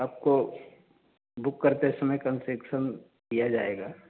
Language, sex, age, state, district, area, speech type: Hindi, male, 30-45, Uttar Pradesh, Prayagraj, rural, conversation